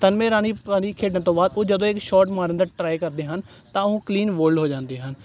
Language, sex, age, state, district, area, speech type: Punjabi, male, 18-30, Punjab, Gurdaspur, rural, spontaneous